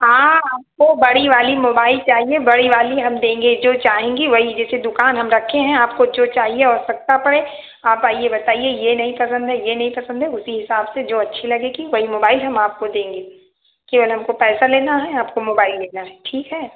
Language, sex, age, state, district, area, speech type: Hindi, female, 45-60, Uttar Pradesh, Ayodhya, rural, conversation